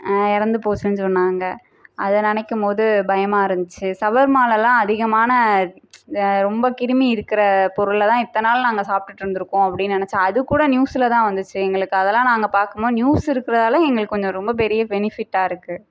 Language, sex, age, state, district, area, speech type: Tamil, female, 30-45, Tamil Nadu, Madurai, urban, spontaneous